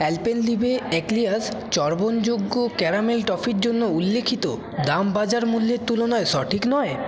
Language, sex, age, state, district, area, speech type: Bengali, male, 18-30, West Bengal, Paschim Bardhaman, rural, read